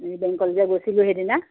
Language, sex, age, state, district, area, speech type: Assamese, female, 60+, Assam, Lakhimpur, rural, conversation